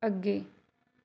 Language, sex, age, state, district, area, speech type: Punjabi, female, 30-45, Punjab, Shaheed Bhagat Singh Nagar, urban, read